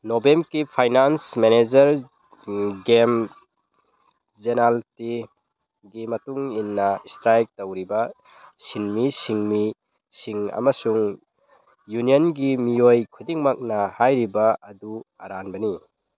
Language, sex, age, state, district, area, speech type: Manipuri, male, 18-30, Manipur, Churachandpur, rural, read